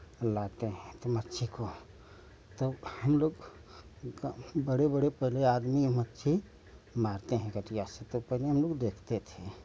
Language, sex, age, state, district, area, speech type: Hindi, male, 45-60, Uttar Pradesh, Ghazipur, rural, spontaneous